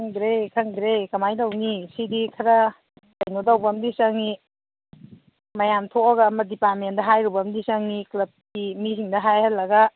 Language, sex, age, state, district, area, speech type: Manipuri, female, 30-45, Manipur, Kangpokpi, urban, conversation